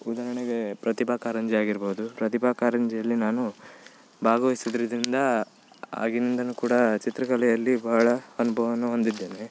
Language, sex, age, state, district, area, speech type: Kannada, male, 18-30, Karnataka, Uttara Kannada, rural, spontaneous